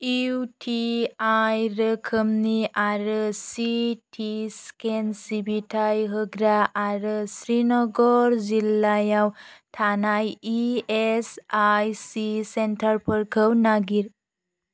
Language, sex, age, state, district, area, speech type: Bodo, female, 45-60, Assam, Chirang, rural, read